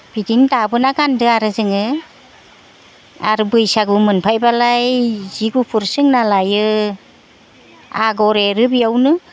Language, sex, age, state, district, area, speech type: Bodo, female, 60+, Assam, Udalguri, rural, spontaneous